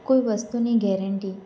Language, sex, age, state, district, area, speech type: Gujarati, female, 18-30, Gujarat, Valsad, urban, spontaneous